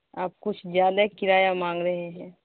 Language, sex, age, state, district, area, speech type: Urdu, female, 18-30, Bihar, Saharsa, rural, conversation